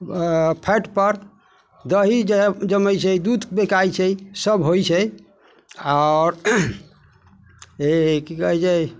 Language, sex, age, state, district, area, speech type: Maithili, male, 60+, Bihar, Muzaffarpur, rural, spontaneous